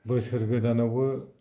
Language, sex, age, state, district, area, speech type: Bodo, male, 45-60, Assam, Baksa, rural, spontaneous